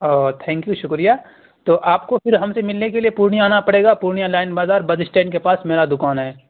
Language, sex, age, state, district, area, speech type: Urdu, male, 18-30, Bihar, Purnia, rural, conversation